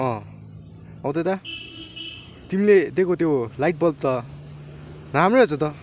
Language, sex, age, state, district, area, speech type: Nepali, male, 18-30, West Bengal, Darjeeling, rural, spontaneous